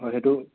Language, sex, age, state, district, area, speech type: Assamese, male, 18-30, Assam, Sonitpur, rural, conversation